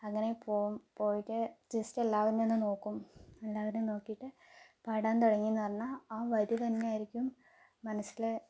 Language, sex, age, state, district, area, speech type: Malayalam, female, 18-30, Kerala, Palakkad, urban, spontaneous